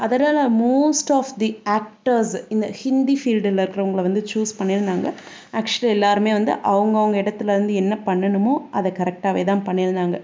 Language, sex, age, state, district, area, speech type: Tamil, female, 45-60, Tamil Nadu, Pudukkottai, rural, spontaneous